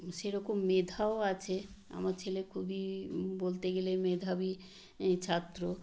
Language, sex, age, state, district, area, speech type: Bengali, female, 60+, West Bengal, South 24 Parganas, rural, spontaneous